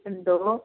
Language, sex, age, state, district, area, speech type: Malayalam, female, 45-60, Kerala, Idukki, rural, conversation